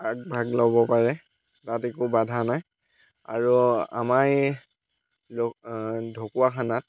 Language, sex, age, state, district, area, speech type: Assamese, male, 18-30, Assam, Lakhimpur, rural, spontaneous